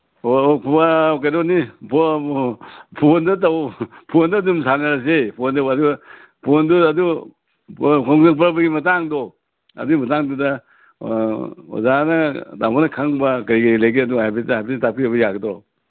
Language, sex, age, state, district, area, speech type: Manipuri, male, 60+, Manipur, Imphal East, rural, conversation